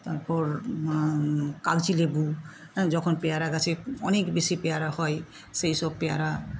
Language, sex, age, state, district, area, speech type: Bengali, female, 60+, West Bengal, Jhargram, rural, spontaneous